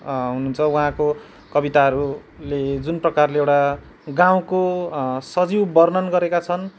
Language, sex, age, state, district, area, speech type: Nepali, male, 30-45, West Bengal, Kalimpong, rural, spontaneous